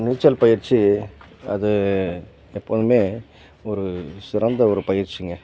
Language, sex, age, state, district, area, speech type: Tamil, male, 60+, Tamil Nadu, Nagapattinam, rural, spontaneous